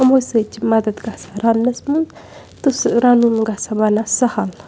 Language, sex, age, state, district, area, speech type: Kashmiri, female, 18-30, Jammu and Kashmir, Bandipora, urban, spontaneous